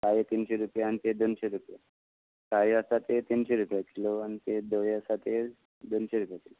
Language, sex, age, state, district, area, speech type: Goan Konkani, male, 45-60, Goa, Tiswadi, rural, conversation